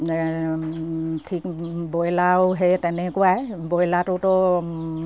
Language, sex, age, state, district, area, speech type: Assamese, female, 60+, Assam, Dibrugarh, rural, spontaneous